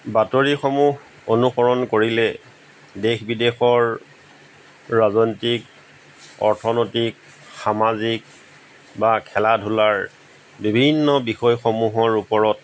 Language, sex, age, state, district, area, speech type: Assamese, male, 45-60, Assam, Golaghat, rural, spontaneous